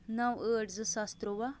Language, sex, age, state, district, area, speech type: Kashmiri, female, 18-30, Jammu and Kashmir, Bandipora, rural, spontaneous